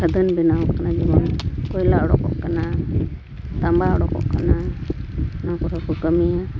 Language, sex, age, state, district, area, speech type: Santali, female, 45-60, Jharkhand, East Singhbhum, rural, spontaneous